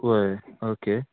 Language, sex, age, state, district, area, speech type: Goan Konkani, male, 18-30, Goa, Murmgao, rural, conversation